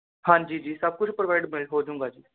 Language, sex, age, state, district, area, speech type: Punjabi, male, 18-30, Punjab, Mohali, urban, conversation